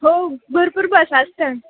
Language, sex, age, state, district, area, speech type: Marathi, female, 18-30, Maharashtra, Ahmednagar, rural, conversation